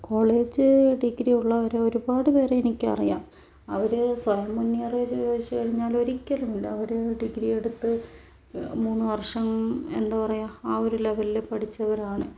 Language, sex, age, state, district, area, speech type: Malayalam, female, 18-30, Kerala, Wayanad, rural, spontaneous